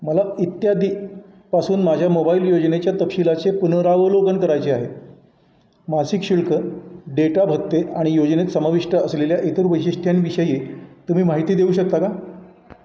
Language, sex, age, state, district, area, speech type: Marathi, male, 60+, Maharashtra, Satara, urban, read